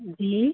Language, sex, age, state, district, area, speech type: Hindi, female, 30-45, Madhya Pradesh, Seoni, urban, conversation